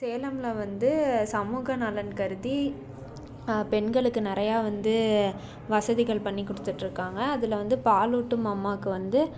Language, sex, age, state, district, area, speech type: Tamil, female, 18-30, Tamil Nadu, Salem, urban, spontaneous